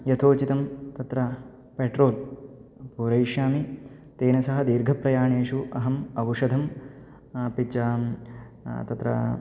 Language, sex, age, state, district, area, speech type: Sanskrit, male, 18-30, Karnataka, Bangalore Urban, urban, spontaneous